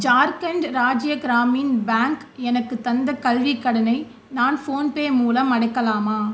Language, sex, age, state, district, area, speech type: Tamil, female, 18-30, Tamil Nadu, Tiruvarur, urban, read